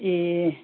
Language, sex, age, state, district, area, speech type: Nepali, female, 60+, West Bengal, Kalimpong, rural, conversation